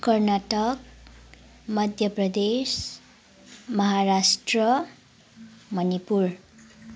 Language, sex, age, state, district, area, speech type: Nepali, female, 18-30, West Bengal, Kalimpong, rural, spontaneous